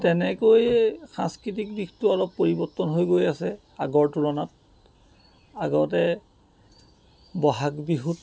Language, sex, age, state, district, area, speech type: Assamese, male, 30-45, Assam, Jorhat, urban, spontaneous